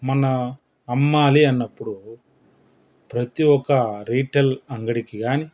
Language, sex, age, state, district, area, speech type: Telugu, male, 30-45, Andhra Pradesh, Chittoor, rural, spontaneous